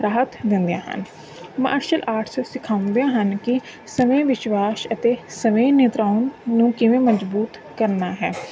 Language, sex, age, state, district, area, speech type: Punjabi, female, 30-45, Punjab, Mansa, urban, spontaneous